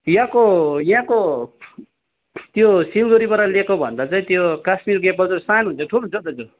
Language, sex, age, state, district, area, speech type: Nepali, male, 45-60, West Bengal, Darjeeling, rural, conversation